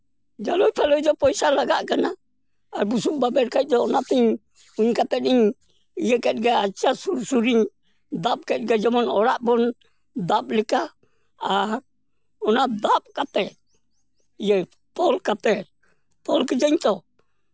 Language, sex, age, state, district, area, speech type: Santali, male, 60+, West Bengal, Purulia, rural, spontaneous